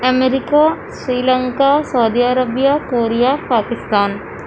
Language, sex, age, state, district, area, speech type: Urdu, female, 18-30, Uttar Pradesh, Gautam Buddha Nagar, urban, spontaneous